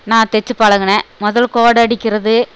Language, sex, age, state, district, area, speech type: Tamil, female, 60+, Tamil Nadu, Erode, urban, spontaneous